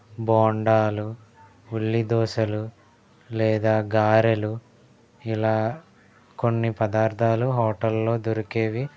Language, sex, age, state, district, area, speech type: Telugu, male, 18-30, Andhra Pradesh, East Godavari, rural, spontaneous